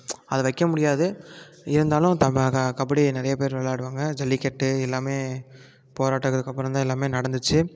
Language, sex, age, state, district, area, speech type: Tamil, male, 18-30, Tamil Nadu, Tiruppur, rural, spontaneous